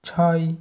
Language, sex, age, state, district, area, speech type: Bengali, male, 18-30, West Bengal, Purba Medinipur, rural, read